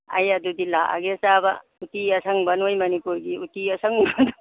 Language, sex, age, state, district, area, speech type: Manipuri, female, 60+, Manipur, Churachandpur, urban, conversation